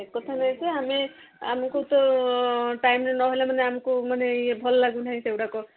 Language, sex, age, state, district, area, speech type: Odia, female, 60+, Odisha, Gajapati, rural, conversation